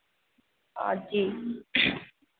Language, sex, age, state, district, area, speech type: Hindi, female, 18-30, Madhya Pradesh, Narsinghpur, rural, conversation